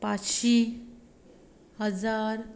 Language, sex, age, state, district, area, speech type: Goan Konkani, female, 30-45, Goa, Quepem, rural, spontaneous